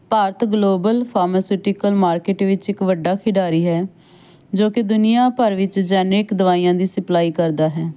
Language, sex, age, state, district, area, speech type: Punjabi, female, 30-45, Punjab, Fatehgarh Sahib, rural, spontaneous